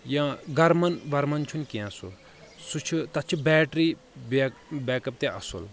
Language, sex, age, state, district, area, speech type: Kashmiri, male, 30-45, Jammu and Kashmir, Kulgam, urban, spontaneous